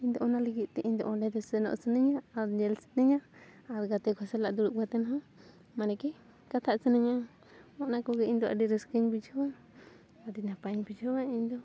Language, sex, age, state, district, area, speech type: Santali, female, 30-45, Jharkhand, Bokaro, rural, spontaneous